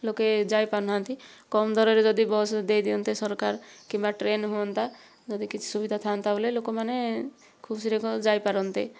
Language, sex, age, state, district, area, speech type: Odia, female, 60+, Odisha, Kandhamal, rural, spontaneous